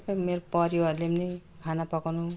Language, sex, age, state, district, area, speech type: Nepali, female, 60+, West Bengal, Jalpaiguri, rural, spontaneous